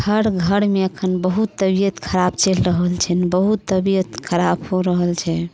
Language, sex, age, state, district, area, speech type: Maithili, female, 45-60, Bihar, Muzaffarpur, rural, spontaneous